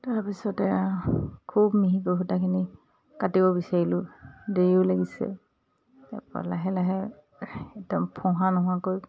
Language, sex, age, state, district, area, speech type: Assamese, female, 45-60, Assam, Dibrugarh, urban, spontaneous